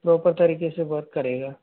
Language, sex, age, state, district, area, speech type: Hindi, male, 45-60, Rajasthan, Karauli, rural, conversation